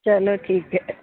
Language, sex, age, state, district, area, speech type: Punjabi, female, 30-45, Punjab, Kapurthala, urban, conversation